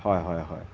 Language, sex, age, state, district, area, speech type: Assamese, male, 30-45, Assam, Jorhat, urban, spontaneous